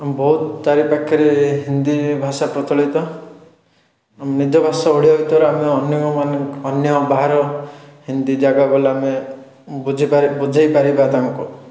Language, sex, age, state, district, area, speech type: Odia, male, 18-30, Odisha, Rayagada, urban, spontaneous